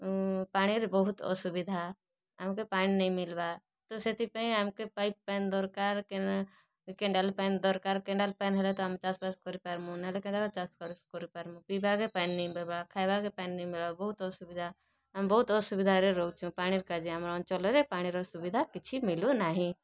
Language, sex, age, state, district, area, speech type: Odia, female, 30-45, Odisha, Kalahandi, rural, spontaneous